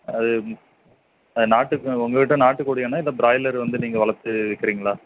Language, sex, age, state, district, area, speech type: Tamil, male, 18-30, Tamil Nadu, Namakkal, rural, conversation